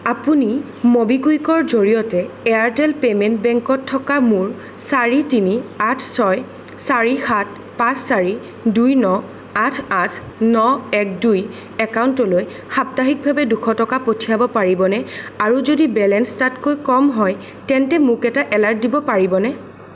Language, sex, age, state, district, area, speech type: Assamese, female, 18-30, Assam, Sonitpur, urban, read